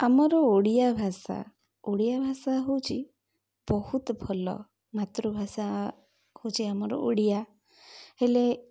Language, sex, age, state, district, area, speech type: Odia, female, 30-45, Odisha, Ganjam, urban, spontaneous